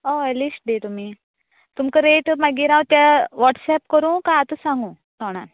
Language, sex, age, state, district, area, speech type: Goan Konkani, female, 18-30, Goa, Canacona, rural, conversation